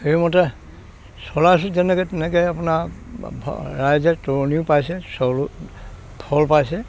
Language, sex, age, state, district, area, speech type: Assamese, male, 60+, Assam, Dhemaji, rural, spontaneous